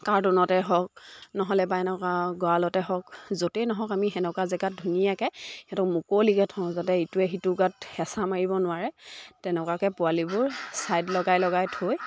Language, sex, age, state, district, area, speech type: Assamese, female, 18-30, Assam, Sivasagar, rural, spontaneous